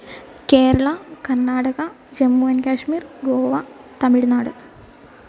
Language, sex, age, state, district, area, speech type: Malayalam, female, 18-30, Kerala, Alappuzha, rural, spontaneous